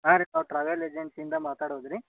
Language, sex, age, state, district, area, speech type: Kannada, male, 18-30, Karnataka, Bagalkot, rural, conversation